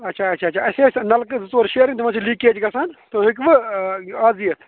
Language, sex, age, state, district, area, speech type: Kashmiri, male, 45-60, Jammu and Kashmir, Budgam, rural, conversation